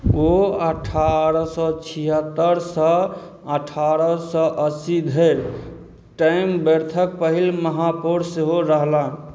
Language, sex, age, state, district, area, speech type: Maithili, male, 30-45, Bihar, Madhubani, rural, read